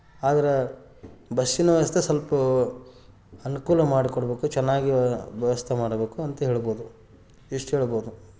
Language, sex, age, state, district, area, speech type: Kannada, male, 30-45, Karnataka, Gadag, rural, spontaneous